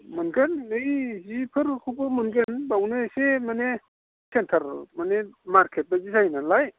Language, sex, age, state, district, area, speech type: Bodo, male, 45-60, Assam, Udalguri, rural, conversation